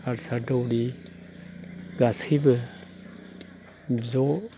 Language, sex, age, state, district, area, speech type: Bodo, male, 45-60, Assam, Chirang, rural, spontaneous